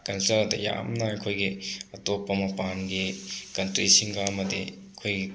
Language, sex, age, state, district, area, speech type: Manipuri, male, 18-30, Manipur, Thoubal, rural, spontaneous